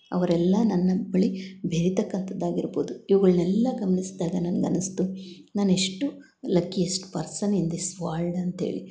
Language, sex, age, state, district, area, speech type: Kannada, female, 60+, Karnataka, Chitradurga, rural, spontaneous